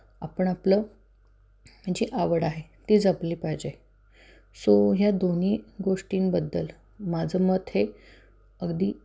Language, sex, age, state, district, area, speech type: Marathi, female, 30-45, Maharashtra, Satara, urban, spontaneous